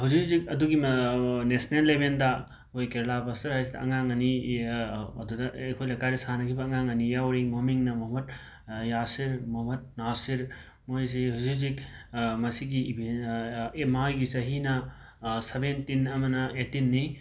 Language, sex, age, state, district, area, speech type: Manipuri, male, 18-30, Manipur, Imphal West, rural, spontaneous